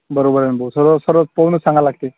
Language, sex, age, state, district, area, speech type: Marathi, male, 30-45, Maharashtra, Amravati, rural, conversation